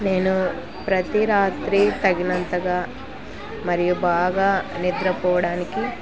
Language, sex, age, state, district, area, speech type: Telugu, female, 18-30, Andhra Pradesh, Kurnool, rural, spontaneous